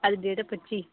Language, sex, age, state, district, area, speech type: Dogri, female, 30-45, Jammu and Kashmir, Udhampur, urban, conversation